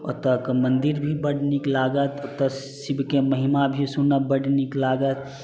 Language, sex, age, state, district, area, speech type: Maithili, male, 18-30, Bihar, Sitamarhi, urban, spontaneous